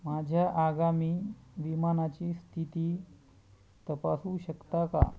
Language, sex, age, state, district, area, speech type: Marathi, male, 30-45, Maharashtra, Hingoli, urban, read